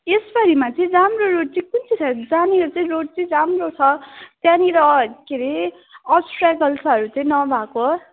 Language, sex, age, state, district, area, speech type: Nepali, female, 18-30, West Bengal, Darjeeling, rural, conversation